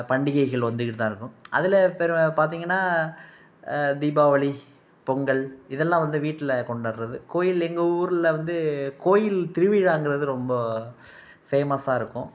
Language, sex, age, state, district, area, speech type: Tamil, male, 45-60, Tamil Nadu, Thanjavur, rural, spontaneous